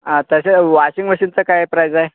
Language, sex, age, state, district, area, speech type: Marathi, male, 18-30, Maharashtra, Sangli, urban, conversation